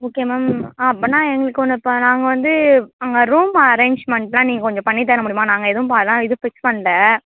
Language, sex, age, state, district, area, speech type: Tamil, female, 18-30, Tamil Nadu, Thanjavur, urban, conversation